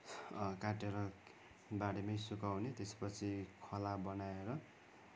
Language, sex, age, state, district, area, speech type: Nepali, male, 30-45, West Bengal, Kalimpong, rural, spontaneous